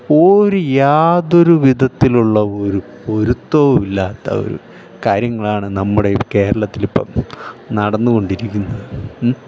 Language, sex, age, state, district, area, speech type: Malayalam, male, 45-60, Kerala, Thiruvananthapuram, urban, spontaneous